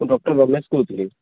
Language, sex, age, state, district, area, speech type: Odia, male, 18-30, Odisha, Kendrapara, urban, conversation